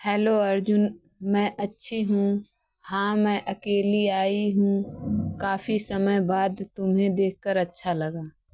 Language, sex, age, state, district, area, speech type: Hindi, female, 30-45, Uttar Pradesh, Mau, rural, read